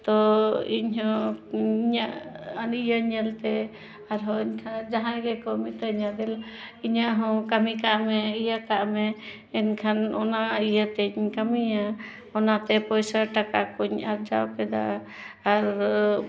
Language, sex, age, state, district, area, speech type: Santali, female, 45-60, Jharkhand, Bokaro, rural, spontaneous